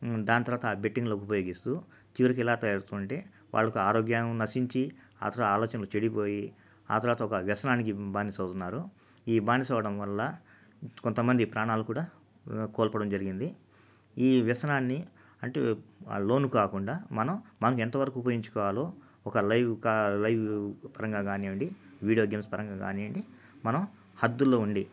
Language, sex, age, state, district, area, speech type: Telugu, male, 45-60, Andhra Pradesh, Nellore, urban, spontaneous